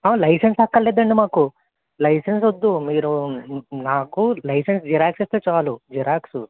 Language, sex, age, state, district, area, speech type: Telugu, male, 30-45, Andhra Pradesh, N T Rama Rao, urban, conversation